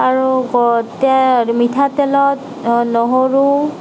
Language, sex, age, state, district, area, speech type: Assamese, female, 30-45, Assam, Nagaon, rural, spontaneous